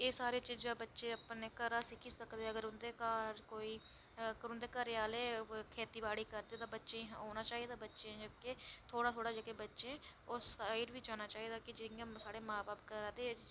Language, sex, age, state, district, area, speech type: Dogri, female, 18-30, Jammu and Kashmir, Reasi, rural, spontaneous